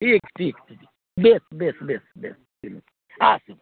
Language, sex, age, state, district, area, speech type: Maithili, male, 60+, Bihar, Sitamarhi, rural, conversation